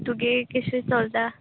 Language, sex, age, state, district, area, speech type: Goan Konkani, female, 18-30, Goa, Quepem, rural, conversation